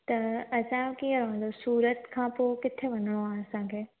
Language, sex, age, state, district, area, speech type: Sindhi, female, 18-30, Gujarat, Surat, urban, conversation